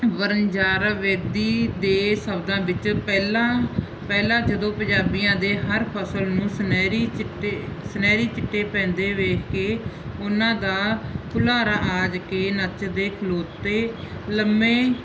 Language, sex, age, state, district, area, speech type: Punjabi, female, 30-45, Punjab, Mansa, rural, spontaneous